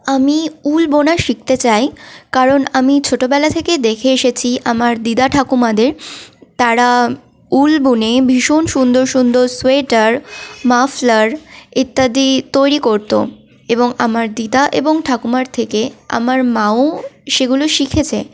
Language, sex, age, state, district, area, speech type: Bengali, female, 18-30, West Bengal, Malda, rural, spontaneous